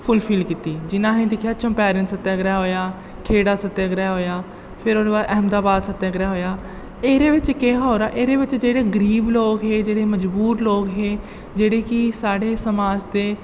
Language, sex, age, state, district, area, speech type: Dogri, male, 18-30, Jammu and Kashmir, Jammu, rural, spontaneous